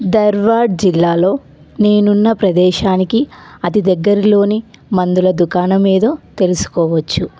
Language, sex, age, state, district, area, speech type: Telugu, female, 18-30, Telangana, Nalgonda, urban, read